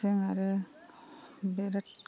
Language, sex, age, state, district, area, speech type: Bodo, female, 30-45, Assam, Baksa, rural, spontaneous